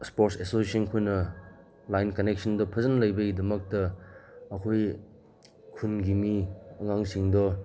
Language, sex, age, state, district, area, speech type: Manipuri, male, 30-45, Manipur, Senapati, rural, spontaneous